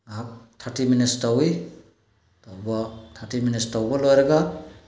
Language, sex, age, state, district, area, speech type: Manipuri, male, 45-60, Manipur, Bishnupur, rural, spontaneous